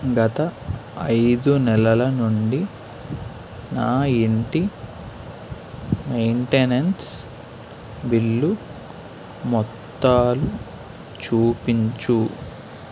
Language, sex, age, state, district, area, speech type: Telugu, male, 18-30, Andhra Pradesh, Eluru, rural, read